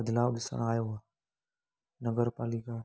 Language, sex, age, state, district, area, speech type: Sindhi, male, 18-30, Gujarat, Junagadh, urban, spontaneous